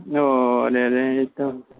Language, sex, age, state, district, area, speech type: Urdu, male, 30-45, Delhi, South Delhi, urban, conversation